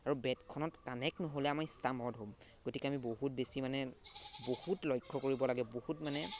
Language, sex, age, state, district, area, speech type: Assamese, male, 18-30, Assam, Golaghat, urban, spontaneous